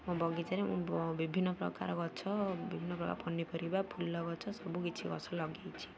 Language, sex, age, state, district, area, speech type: Odia, female, 18-30, Odisha, Ganjam, urban, spontaneous